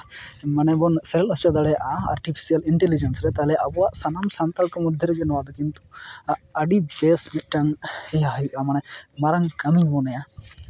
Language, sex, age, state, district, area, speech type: Santali, male, 18-30, West Bengal, Purulia, rural, spontaneous